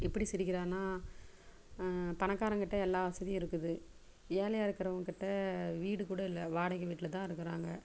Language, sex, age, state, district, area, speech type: Tamil, female, 30-45, Tamil Nadu, Dharmapuri, rural, spontaneous